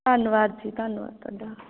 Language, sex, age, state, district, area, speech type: Punjabi, female, 18-30, Punjab, Patiala, urban, conversation